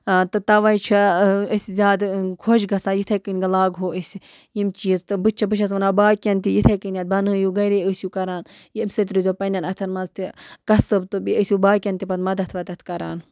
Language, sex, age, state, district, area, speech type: Kashmiri, female, 18-30, Jammu and Kashmir, Budgam, rural, spontaneous